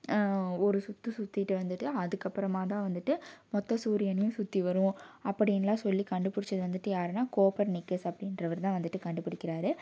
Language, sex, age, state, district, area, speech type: Tamil, female, 18-30, Tamil Nadu, Tiruppur, rural, spontaneous